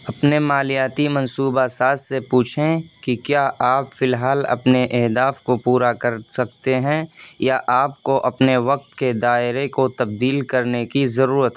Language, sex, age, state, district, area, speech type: Urdu, male, 18-30, Uttar Pradesh, Siddharthnagar, rural, read